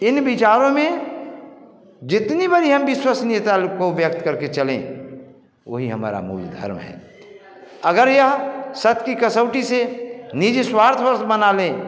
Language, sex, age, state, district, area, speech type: Hindi, male, 45-60, Bihar, Vaishali, urban, spontaneous